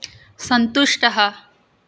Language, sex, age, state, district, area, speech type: Sanskrit, female, 18-30, Assam, Biswanath, rural, read